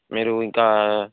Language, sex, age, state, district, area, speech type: Telugu, male, 30-45, Andhra Pradesh, Chittoor, rural, conversation